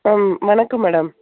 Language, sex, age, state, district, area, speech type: Tamil, female, 30-45, Tamil Nadu, Theni, rural, conversation